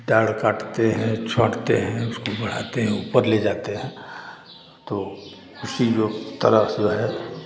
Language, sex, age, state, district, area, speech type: Hindi, male, 60+, Uttar Pradesh, Chandauli, rural, spontaneous